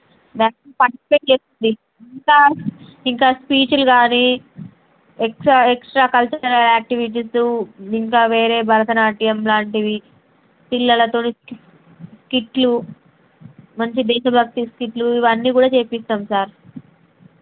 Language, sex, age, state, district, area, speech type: Telugu, female, 30-45, Telangana, Jangaon, rural, conversation